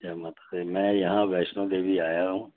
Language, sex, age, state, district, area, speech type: Dogri, male, 60+, Jammu and Kashmir, Reasi, urban, conversation